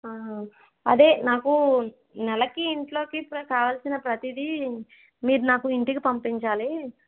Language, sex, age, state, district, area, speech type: Telugu, female, 45-60, Andhra Pradesh, East Godavari, rural, conversation